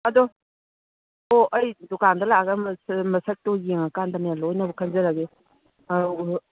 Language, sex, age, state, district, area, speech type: Manipuri, female, 60+, Manipur, Imphal East, rural, conversation